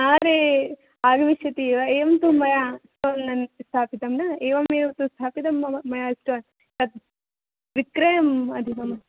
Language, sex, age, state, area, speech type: Sanskrit, female, 18-30, Rajasthan, urban, conversation